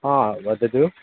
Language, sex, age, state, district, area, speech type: Sanskrit, male, 18-30, Kerala, Thiruvananthapuram, rural, conversation